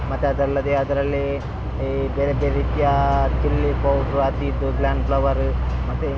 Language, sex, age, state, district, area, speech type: Kannada, male, 30-45, Karnataka, Dakshina Kannada, rural, spontaneous